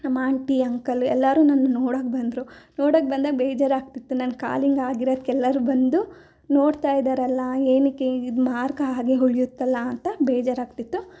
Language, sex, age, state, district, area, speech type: Kannada, female, 18-30, Karnataka, Mysore, urban, spontaneous